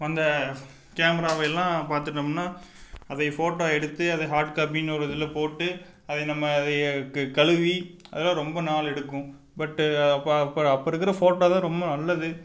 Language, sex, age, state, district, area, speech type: Tamil, male, 18-30, Tamil Nadu, Tiruppur, rural, spontaneous